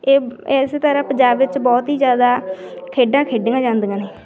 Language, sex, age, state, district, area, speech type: Punjabi, female, 18-30, Punjab, Bathinda, rural, spontaneous